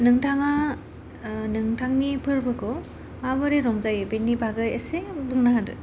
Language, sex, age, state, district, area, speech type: Bodo, female, 18-30, Assam, Kokrajhar, rural, spontaneous